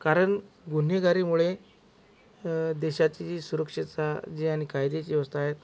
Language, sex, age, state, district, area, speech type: Marathi, male, 45-60, Maharashtra, Akola, urban, spontaneous